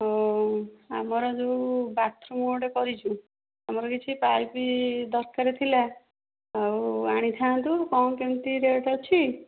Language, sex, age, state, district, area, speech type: Odia, female, 60+, Odisha, Jharsuguda, rural, conversation